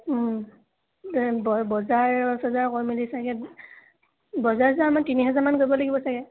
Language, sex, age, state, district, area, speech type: Assamese, female, 18-30, Assam, Dhemaji, urban, conversation